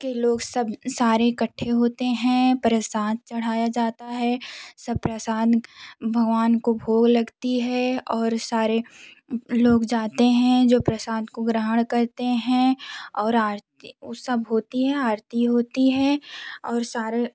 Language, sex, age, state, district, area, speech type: Hindi, female, 18-30, Uttar Pradesh, Jaunpur, urban, spontaneous